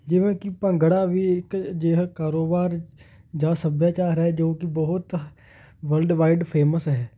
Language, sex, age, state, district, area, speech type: Punjabi, male, 18-30, Punjab, Hoshiarpur, rural, spontaneous